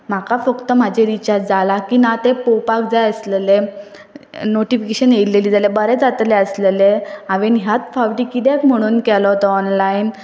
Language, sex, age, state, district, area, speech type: Goan Konkani, female, 18-30, Goa, Pernem, rural, spontaneous